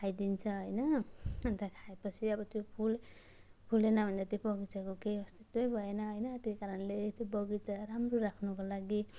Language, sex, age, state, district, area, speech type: Nepali, female, 30-45, West Bengal, Jalpaiguri, rural, spontaneous